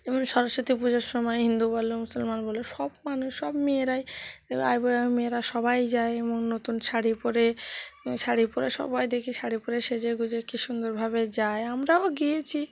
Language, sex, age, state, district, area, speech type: Bengali, female, 30-45, West Bengal, Cooch Behar, urban, spontaneous